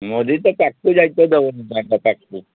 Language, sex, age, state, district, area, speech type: Odia, male, 45-60, Odisha, Mayurbhanj, rural, conversation